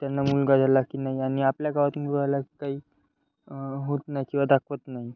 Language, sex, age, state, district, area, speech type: Marathi, male, 18-30, Maharashtra, Yavatmal, rural, spontaneous